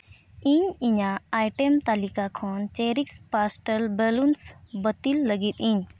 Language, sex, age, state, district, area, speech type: Santali, female, 18-30, Jharkhand, East Singhbhum, rural, read